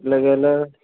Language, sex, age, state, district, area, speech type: Marathi, male, 18-30, Maharashtra, Sangli, urban, conversation